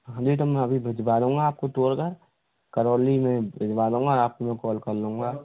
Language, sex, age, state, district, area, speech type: Hindi, male, 45-60, Rajasthan, Karauli, rural, conversation